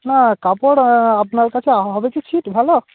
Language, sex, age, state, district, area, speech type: Bengali, male, 18-30, West Bengal, Purba Medinipur, rural, conversation